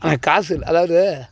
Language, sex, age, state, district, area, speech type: Tamil, male, 30-45, Tamil Nadu, Tiruvannamalai, rural, spontaneous